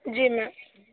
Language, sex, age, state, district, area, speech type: Hindi, female, 18-30, Uttar Pradesh, Sonbhadra, rural, conversation